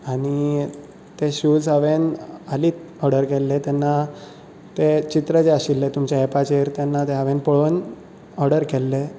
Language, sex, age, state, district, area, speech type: Goan Konkani, male, 18-30, Goa, Bardez, urban, spontaneous